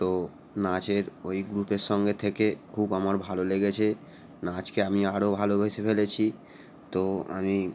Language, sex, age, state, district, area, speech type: Bengali, male, 18-30, West Bengal, Howrah, urban, spontaneous